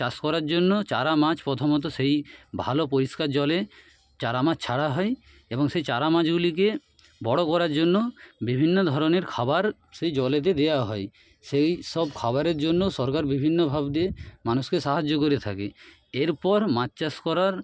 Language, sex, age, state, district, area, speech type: Bengali, male, 30-45, West Bengal, Nadia, urban, spontaneous